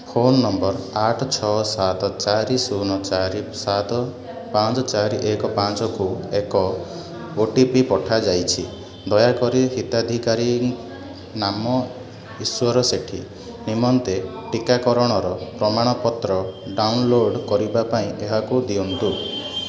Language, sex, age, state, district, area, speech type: Odia, male, 18-30, Odisha, Ganjam, urban, read